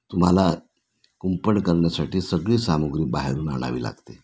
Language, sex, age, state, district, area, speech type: Marathi, male, 60+, Maharashtra, Nashik, urban, spontaneous